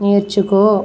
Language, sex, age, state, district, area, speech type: Telugu, female, 18-30, Andhra Pradesh, Konaseema, rural, read